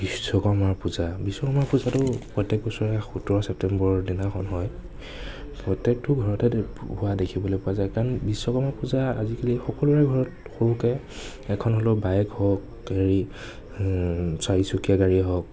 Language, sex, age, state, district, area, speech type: Assamese, male, 30-45, Assam, Nagaon, rural, spontaneous